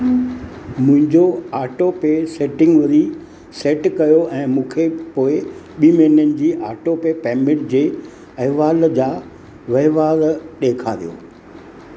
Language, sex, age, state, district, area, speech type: Sindhi, male, 60+, Maharashtra, Mumbai Suburban, urban, read